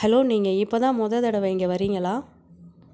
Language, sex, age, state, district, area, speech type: Tamil, female, 30-45, Tamil Nadu, Nagapattinam, rural, read